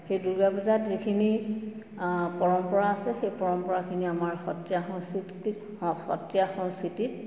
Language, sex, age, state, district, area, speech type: Assamese, female, 45-60, Assam, Majuli, urban, spontaneous